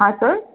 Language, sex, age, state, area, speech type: Gujarati, female, 30-45, Gujarat, urban, conversation